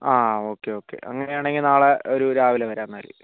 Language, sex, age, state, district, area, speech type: Malayalam, male, 45-60, Kerala, Kozhikode, urban, conversation